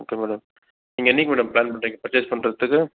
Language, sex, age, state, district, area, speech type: Tamil, male, 60+, Tamil Nadu, Mayiladuthurai, rural, conversation